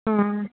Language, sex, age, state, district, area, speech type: Bodo, female, 18-30, Assam, Baksa, rural, conversation